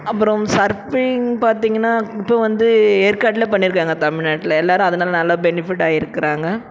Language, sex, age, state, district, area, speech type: Tamil, female, 45-60, Tamil Nadu, Tiruvannamalai, urban, spontaneous